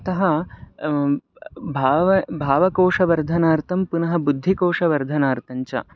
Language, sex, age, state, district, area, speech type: Sanskrit, male, 30-45, Karnataka, Bangalore Urban, urban, spontaneous